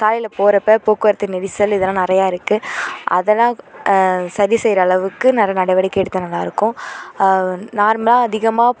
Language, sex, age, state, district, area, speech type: Tamil, female, 18-30, Tamil Nadu, Thanjavur, urban, spontaneous